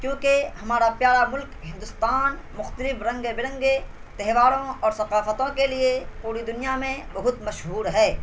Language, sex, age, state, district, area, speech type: Urdu, male, 18-30, Bihar, Purnia, rural, spontaneous